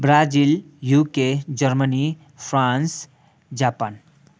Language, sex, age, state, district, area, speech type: Nepali, male, 18-30, West Bengal, Darjeeling, urban, spontaneous